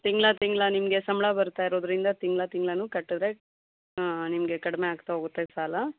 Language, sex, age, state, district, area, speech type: Kannada, female, 30-45, Karnataka, Chikkaballapur, urban, conversation